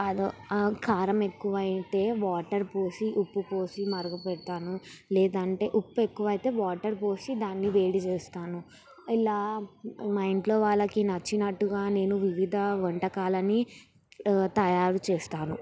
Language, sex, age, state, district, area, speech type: Telugu, female, 18-30, Telangana, Sangareddy, urban, spontaneous